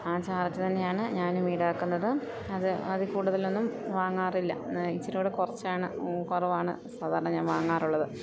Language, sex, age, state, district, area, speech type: Malayalam, female, 30-45, Kerala, Idukki, rural, spontaneous